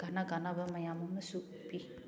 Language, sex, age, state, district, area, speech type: Manipuri, female, 30-45, Manipur, Kakching, rural, spontaneous